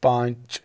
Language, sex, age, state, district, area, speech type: Urdu, male, 18-30, Jammu and Kashmir, Srinagar, rural, read